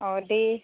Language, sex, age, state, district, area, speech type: Bodo, female, 18-30, Assam, Baksa, rural, conversation